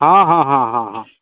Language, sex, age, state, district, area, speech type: Maithili, male, 45-60, Bihar, Darbhanga, rural, conversation